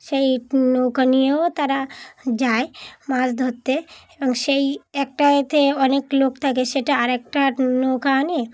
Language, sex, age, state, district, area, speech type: Bengali, female, 30-45, West Bengal, Dakshin Dinajpur, urban, spontaneous